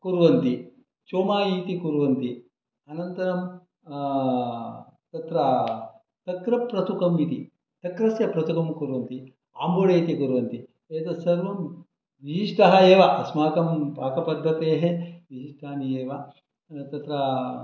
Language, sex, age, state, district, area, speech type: Sanskrit, male, 60+, Karnataka, Shimoga, rural, spontaneous